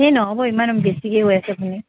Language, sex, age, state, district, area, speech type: Assamese, female, 18-30, Assam, Kamrup Metropolitan, urban, conversation